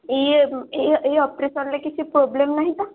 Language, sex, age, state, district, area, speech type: Odia, female, 18-30, Odisha, Kendujhar, urban, conversation